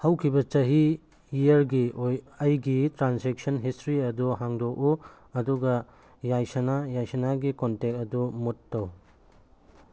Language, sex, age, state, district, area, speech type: Manipuri, male, 45-60, Manipur, Churachandpur, rural, read